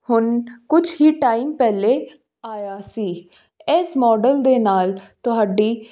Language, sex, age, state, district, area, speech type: Punjabi, female, 18-30, Punjab, Fazilka, rural, spontaneous